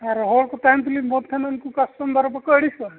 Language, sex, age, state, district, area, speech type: Santali, male, 45-60, Odisha, Mayurbhanj, rural, conversation